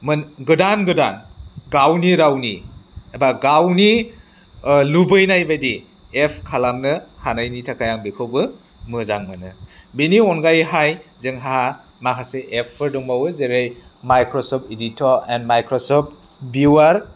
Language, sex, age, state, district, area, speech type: Bodo, male, 30-45, Assam, Chirang, rural, spontaneous